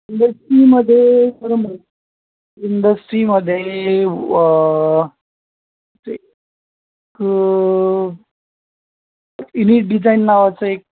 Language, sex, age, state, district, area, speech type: Marathi, male, 30-45, Maharashtra, Mumbai Suburban, urban, conversation